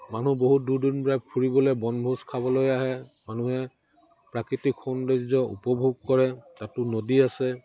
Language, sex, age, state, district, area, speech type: Assamese, male, 60+, Assam, Udalguri, rural, spontaneous